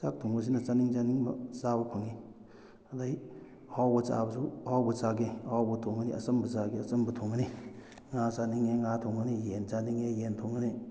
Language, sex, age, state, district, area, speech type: Manipuri, male, 30-45, Manipur, Kakching, rural, spontaneous